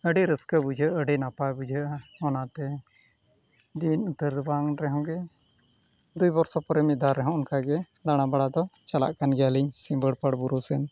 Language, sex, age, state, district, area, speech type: Santali, male, 45-60, Odisha, Mayurbhanj, rural, spontaneous